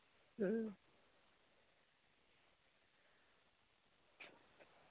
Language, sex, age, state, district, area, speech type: Dogri, female, 18-30, Jammu and Kashmir, Udhampur, rural, conversation